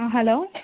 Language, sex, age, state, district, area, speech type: Malayalam, female, 18-30, Kerala, Kottayam, rural, conversation